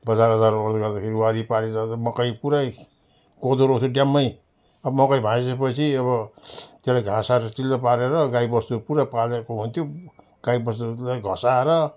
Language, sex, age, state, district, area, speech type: Nepali, male, 60+, West Bengal, Darjeeling, rural, spontaneous